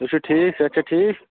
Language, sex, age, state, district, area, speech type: Kashmiri, male, 45-60, Jammu and Kashmir, Budgam, rural, conversation